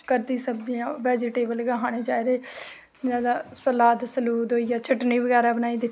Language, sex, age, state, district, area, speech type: Dogri, female, 30-45, Jammu and Kashmir, Samba, rural, spontaneous